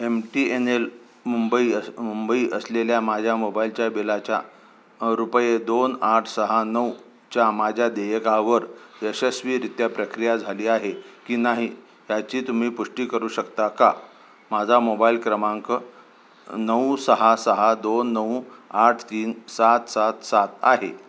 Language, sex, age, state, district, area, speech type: Marathi, male, 60+, Maharashtra, Sangli, rural, read